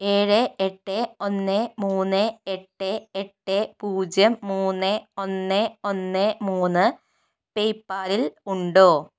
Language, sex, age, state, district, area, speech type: Malayalam, female, 30-45, Kerala, Kozhikode, urban, read